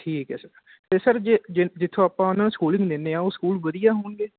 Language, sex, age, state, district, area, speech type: Punjabi, male, 18-30, Punjab, Ludhiana, urban, conversation